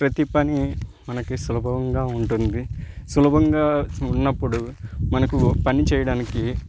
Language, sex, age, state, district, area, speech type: Telugu, male, 30-45, Andhra Pradesh, Nellore, urban, spontaneous